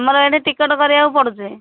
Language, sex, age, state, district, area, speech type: Odia, female, 45-60, Odisha, Koraput, urban, conversation